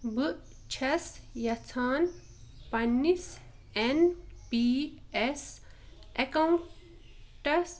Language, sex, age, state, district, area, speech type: Kashmiri, female, 30-45, Jammu and Kashmir, Ganderbal, rural, read